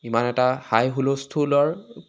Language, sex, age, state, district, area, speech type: Assamese, male, 18-30, Assam, Sivasagar, rural, spontaneous